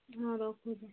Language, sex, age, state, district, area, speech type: Odia, female, 18-30, Odisha, Subarnapur, urban, conversation